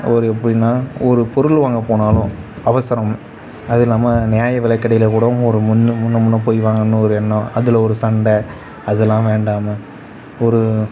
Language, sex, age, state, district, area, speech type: Tamil, male, 18-30, Tamil Nadu, Kallakurichi, urban, spontaneous